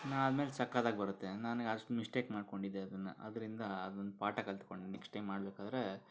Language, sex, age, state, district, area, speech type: Kannada, male, 45-60, Karnataka, Bangalore Urban, urban, spontaneous